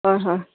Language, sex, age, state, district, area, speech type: Assamese, female, 45-60, Assam, Dibrugarh, rural, conversation